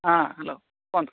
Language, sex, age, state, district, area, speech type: Odia, male, 30-45, Odisha, Malkangiri, urban, conversation